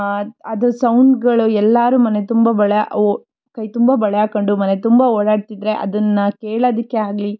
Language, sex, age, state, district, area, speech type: Kannada, female, 18-30, Karnataka, Tumkur, rural, spontaneous